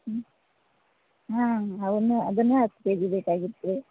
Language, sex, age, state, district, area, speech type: Kannada, female, 30-45, Karnataka, Bagalkot, rural, conversation